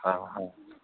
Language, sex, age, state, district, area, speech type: Odia, male, 45-60, Odisha, Nabarangpur, rural, conversation